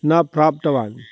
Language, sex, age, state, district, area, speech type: Sanskrit, male, 30-45, Karnataka, Dakshina Kannada, rural, spontaneous